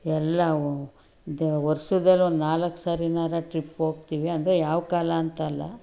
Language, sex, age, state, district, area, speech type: Kannada, female, 60+, Karnataka, Mandya, urban, spontaneous